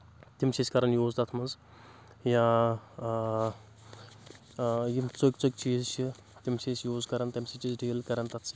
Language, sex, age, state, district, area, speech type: Kashmiri, male, 18-30, Jammu and Kashmir, Anantnag, rural, spontaneous